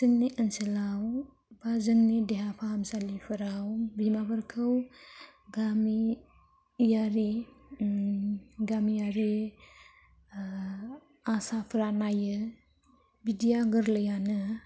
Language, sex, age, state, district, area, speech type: Bodo, female, 18-30, Assam, Kokrajhar, rural, spontaneous